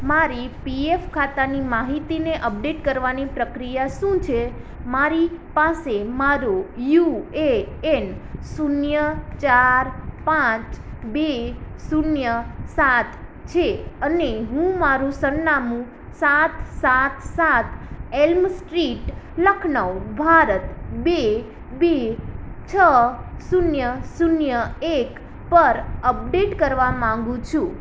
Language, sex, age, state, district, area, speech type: Gujarati, female, 18-30, Gujarat, Ahmedabad, urban, read